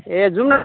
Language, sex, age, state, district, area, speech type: Nepali, male, 30-45, West Bengal, Jalpaiguri, urban, conversation